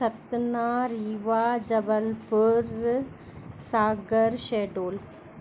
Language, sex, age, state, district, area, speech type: Sindhi, female, 45-60, Madhya Pradesh, Katni, urban, spontaneous